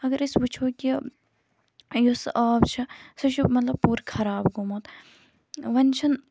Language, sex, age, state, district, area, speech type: Kashmiri, female, 18-30, Jammu and Kashmir, Kupwara, rural, spontaneous